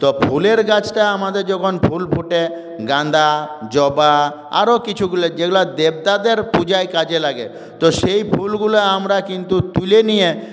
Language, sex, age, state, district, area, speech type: Bengali, male, 45-60, West Bengal, Purulia, urban, spontaneous